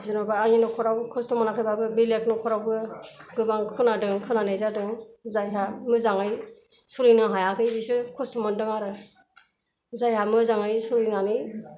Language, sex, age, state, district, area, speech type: Bodo, female, 60+, Assam, Kokrajhar, rural, spontaneous